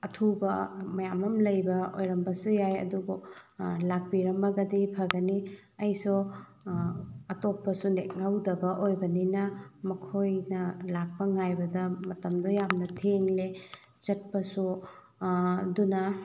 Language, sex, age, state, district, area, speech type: Manipuri, female, 30-45, Manipur, Thoubal, rural, spontaneous